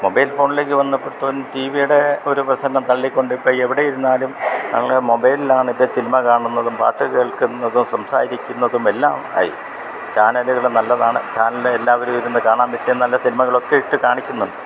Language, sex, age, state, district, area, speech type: Malayalam, male, 60+, Kerala, Idukki, rural, spontaneous